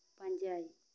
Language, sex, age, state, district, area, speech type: Santali, female, 18-30, Jharkhand, Seraikela Kharsawan, rural, read